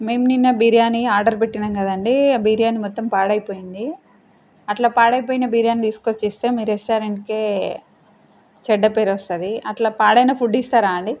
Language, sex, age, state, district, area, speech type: Telugu, female, 30-45, Telangana, Peddapalli, rural, spontaneous